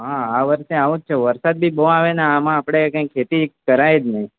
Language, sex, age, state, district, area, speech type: Gujarati, male, 18-30, Gujarat, Valsad, rural, conversation